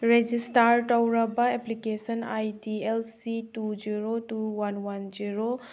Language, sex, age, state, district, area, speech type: Manipuri, female, 30-45, Manipur, Tengnoupal, urban, read